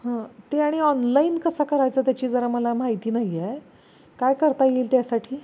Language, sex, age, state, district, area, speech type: Marathi, female, 45-60, Maharashtra, Satara, urban, spontaneous